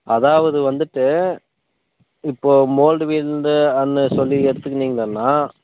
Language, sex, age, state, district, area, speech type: Tamil, male, 30-45, Tamil Nadu, Krishnagiri, rural, conversation